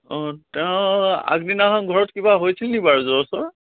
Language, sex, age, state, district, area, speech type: Assamese, male, 60+, Assam, Tinsukia, rural, conversation